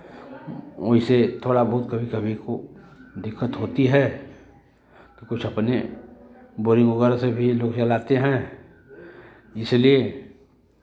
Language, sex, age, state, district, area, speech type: Hindi, male, 45-60, Uttar Pradesh, Chandauli, urban, spontaneous